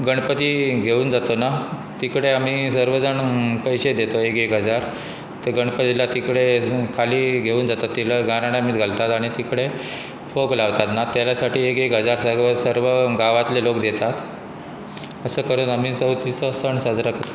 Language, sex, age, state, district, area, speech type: Goan Konkani, male, 45-60, Goa, Pernem, rural, spontaneous